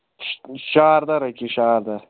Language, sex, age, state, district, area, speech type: Kashmiri, male, 18-30, Jammu and Kashmir, Shopian, rural, conversation